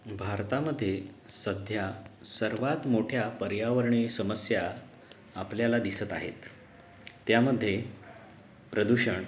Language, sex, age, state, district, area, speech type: Marathi, male, 30-45, Maharashtra, Ratnagiri, urban, spontaneous